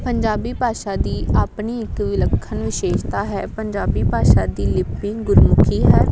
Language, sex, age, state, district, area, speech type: Punjabi, female, 18-30, Punjab, Amritsar, rural, spontaneous